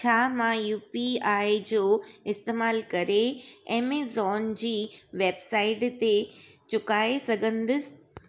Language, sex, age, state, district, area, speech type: Sindhi, female, 30-45, Gujarat, Surat, urban, read